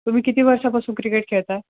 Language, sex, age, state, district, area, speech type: Marathi, male, 18-30, Maharashtra, Jalna, urban, conversation